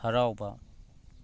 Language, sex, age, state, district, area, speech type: Manipuri, male, 30-45, Manipur, Thoubal, rural, read